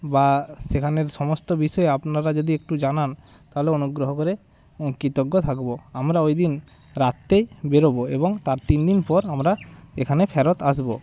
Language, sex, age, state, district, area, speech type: Bengali, male, 30-45, West Bengal, Hooghly, rural, spontaneous